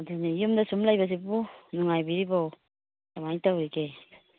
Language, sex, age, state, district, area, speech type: Manipuri, female, 60+, Manipur, Imphal East, rural, conversation